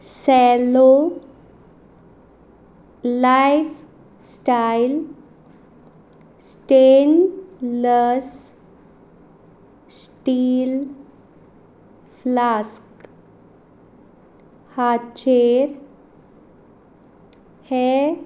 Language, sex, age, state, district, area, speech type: Goan Konkani, female, 30-45, Goa, Quepem, rural, read